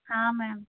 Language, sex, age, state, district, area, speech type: Hindi, female, 18-30, Madhya Pradesh, Gwalior, rural, conversation